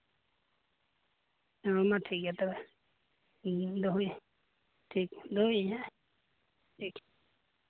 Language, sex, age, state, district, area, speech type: Santali, male, 18-30, Jharkhand, Seraikela Kharsawan, rural, conversation